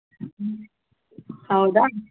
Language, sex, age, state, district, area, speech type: Kannada, female, 45-60, Karnataka, Davanagere, rural, conversation